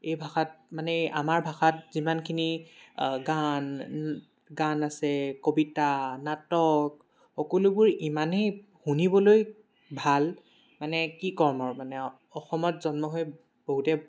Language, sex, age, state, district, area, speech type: Assamese, male, 18-30, Assam, Charaideo, urban, spontaneous